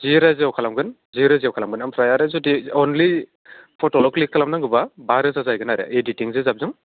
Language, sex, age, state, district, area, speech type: Bodo, male, 18-30, Assam, Baksa, urban, conversation